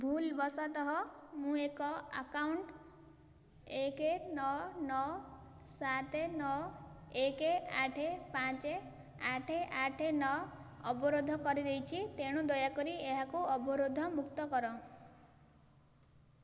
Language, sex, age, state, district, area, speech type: Odia, female, 18-30, Odisha, Nayagarh, rural, read